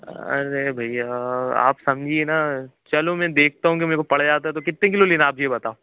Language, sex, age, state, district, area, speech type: Hindi, male, 18-30, Madhya Pradesh, Jabalpur, urban, conversation